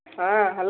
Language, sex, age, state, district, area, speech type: Odia, female, 45-60, Odisha, Gajapati, rural, conversation